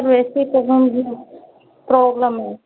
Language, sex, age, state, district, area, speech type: Hindi, female, 45-60, Rajasthan, Karauli, rural, conversation